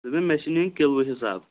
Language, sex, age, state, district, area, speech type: Kashmiri, male, 18-30, Jammu and Kashmir, Shopian, rural, conversation